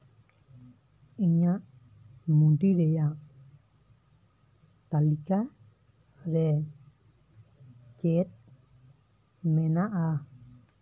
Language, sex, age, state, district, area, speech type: Santali, male, 18-30, West Bengal, Bankura, rural, read